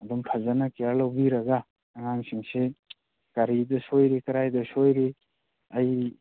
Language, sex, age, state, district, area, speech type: Manipuri, male, 30-45, Manipur, Churachandpur, rural, conversation